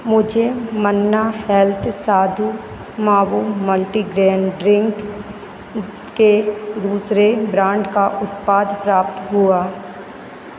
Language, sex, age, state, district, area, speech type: Hindi, female, 30-45, Madhya Pradesh, Hoshangabad, rural, read